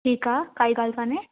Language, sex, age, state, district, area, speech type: Sindhi, female, 18-30, Delhi, South Delhi, urban, conversation